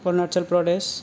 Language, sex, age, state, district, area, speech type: Bodo, male, 18-30, Assam, Kokrajhar, rural, spontaneous